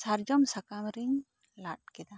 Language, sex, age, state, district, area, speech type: Santali, female, 45-60, West Bengal, Bankura, rural, spontaneous